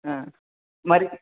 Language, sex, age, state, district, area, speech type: Telugu, male, 18-30, Telangana, Hanamkonda, urban, conversation